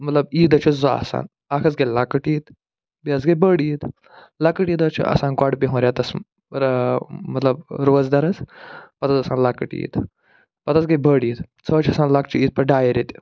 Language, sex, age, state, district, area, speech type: Kashmiri, male, 45-60, Jammu and Kashmir, Budgam, urban, spontaneous